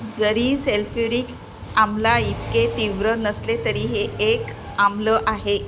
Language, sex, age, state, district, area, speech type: Marathi, female, 45-60, Maharashtra, Ratnagiri, urban, read